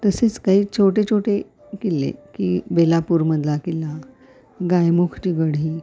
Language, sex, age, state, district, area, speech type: Marathi, female, 60+, Maharashtra, Thane, urban, spontaneous